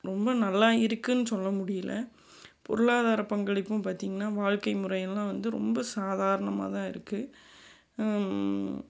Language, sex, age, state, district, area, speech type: Tamil, female, 30-45, Tamil Nadu, Salem, urban, spontaneous